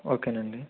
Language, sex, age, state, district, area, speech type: Telugu, male, 45-60, Andhra Pradesh, Kakinada, urban, conversation